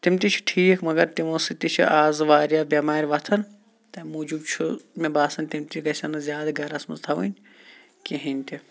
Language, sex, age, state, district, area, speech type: Kashmiri, male, 45-60, Jammu and Kashmir, Shopian, urban, spontaneous